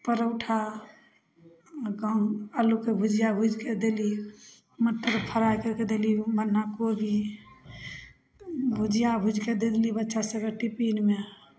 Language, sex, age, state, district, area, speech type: Maithili, female, 30-45, Bihar, Samastipur, rural, spontaneous